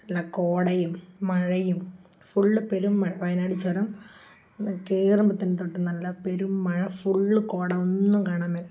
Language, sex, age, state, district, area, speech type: Malayalam, female, 30-45, Kerala, Kozhikode, rural, spontaneous